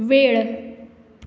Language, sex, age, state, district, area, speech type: Goan Konkani, female, 18-30, Goa, Tiswadi, rural, read